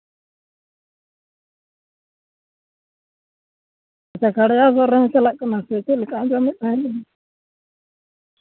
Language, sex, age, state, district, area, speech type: Santali, male, 45-60, Jharkhand, East Singhbhum, rural, conversation